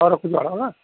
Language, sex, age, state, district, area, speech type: Odia, male, 60+, Odisha, Gajapati, rural, conversation